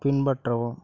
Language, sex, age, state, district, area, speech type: Tamil, male, 30-45, Tamil Nadu, Cuddalore, rural, read